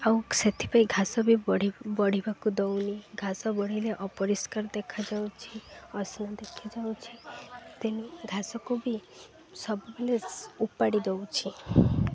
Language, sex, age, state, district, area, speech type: Odia, female, 18-30, Odisha, Malkangiri, urban, spontaneous